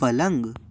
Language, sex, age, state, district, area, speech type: Hindi, male, 18-30, Madhya Pradesh, Jabalpur, urban, read